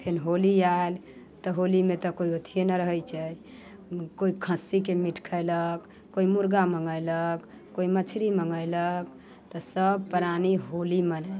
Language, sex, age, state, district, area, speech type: Maithili, female, 30-45, Bihar, Muzaffarpur, rural, spontaneous